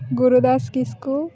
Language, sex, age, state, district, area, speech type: Santali, female, 18-30, West Bengal, Paschim Bardhaman, rural, spontaneous